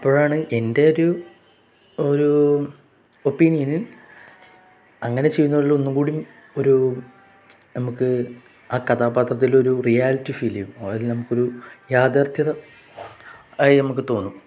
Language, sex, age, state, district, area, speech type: Malayalam, male, 18-30, Kerala, Kozhikode, rural, spontaneous